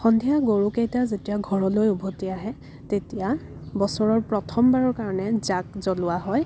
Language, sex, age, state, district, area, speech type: Assamese, female, 30-45, Assam, Dibrugarh, rural, spontaneous